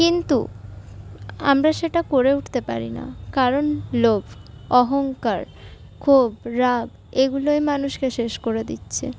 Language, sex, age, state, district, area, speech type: Bengali, female, 45-60, West Bengal, Paschim Bardhaman, urban, spontaneous